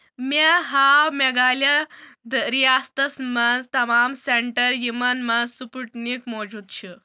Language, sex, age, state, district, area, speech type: Kashmiri, female, 18-30, Jammu and Kashmir, Anantnag, rural, read